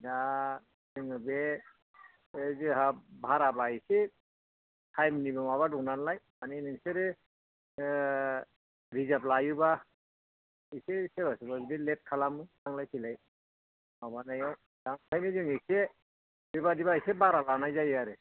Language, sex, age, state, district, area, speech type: Bodo, male, 60+, Assam, Kokrajhar, rural, conversation